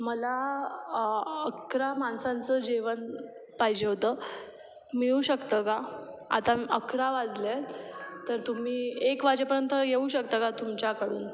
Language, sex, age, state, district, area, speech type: Marathi, female, 18-30, Maharashtra, Mumbai Suburban, urban, spontaneous